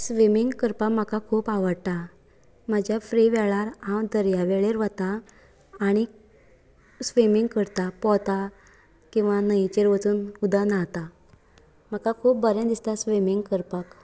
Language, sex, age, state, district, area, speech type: Goan Konkani, female, 18-30, Goa, Canacona, rural, spontaneous